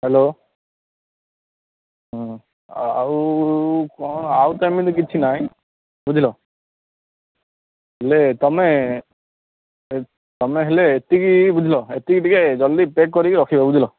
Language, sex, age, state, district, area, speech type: Odia, male, 18-30, Odisha, Koraput, urban, conversation